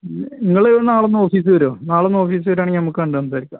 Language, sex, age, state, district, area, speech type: Malayalam, male, 18-30, Kerala, Malappuram, rural, conversation